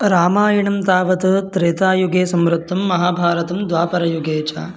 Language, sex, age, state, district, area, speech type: Sanskrit, male, 18-30, Karnataka, Mandya, rural, spontaneous